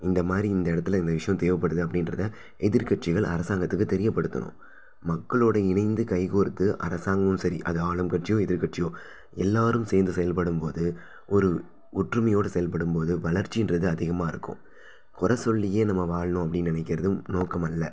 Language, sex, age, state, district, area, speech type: Tamil, male, 30-45, Tamil Nadu, Thanjavur, rural, spontaneous